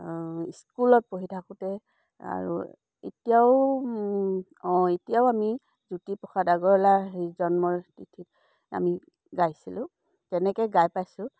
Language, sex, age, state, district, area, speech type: Assamese, female, 45-60, Assam, Dibrugarh, rural, spontaneous